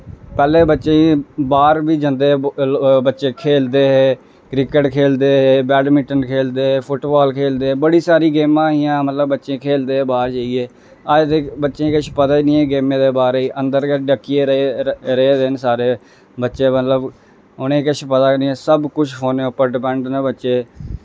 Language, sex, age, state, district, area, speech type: Dogri, male, 18-30, Jammu and Kashmir, Reasi, rural, spontaneous